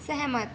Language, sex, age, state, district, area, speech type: Hindi, female, 18-30, Madhya Pradesh, Chhindwara, urban, read